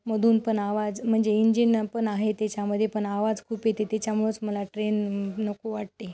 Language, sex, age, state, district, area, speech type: Marathi, female, 30-45, Maharashtra, Nanded, urban, spontaneous